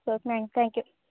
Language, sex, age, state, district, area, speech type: Kannada, female, 18-30, Karnataka, Bellary, rural, conversation